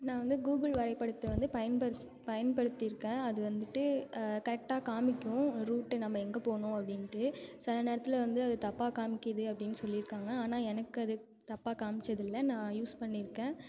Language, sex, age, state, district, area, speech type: Tamil, female, 18-30, Tamil Nadu, Thanjavur, urban, spontaneous